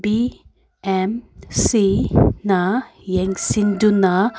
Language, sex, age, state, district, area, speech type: Manipuri, female, 18-30, Manipur, Kangpokpi, urban, read